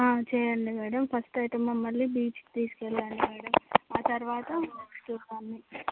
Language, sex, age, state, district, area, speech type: Telugu, female, 18-30, Andhra Pradesh, Visakhapatnam, urban, conversation